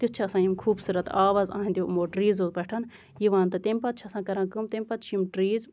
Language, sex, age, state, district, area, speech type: Kashmiri, female, 30-45, Jammu and Kashmir, Baramulla, rural, spontaneous